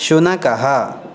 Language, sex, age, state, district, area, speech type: Sanskrit, male, 18-30, Karnataka, Uttara Kannada, rural, read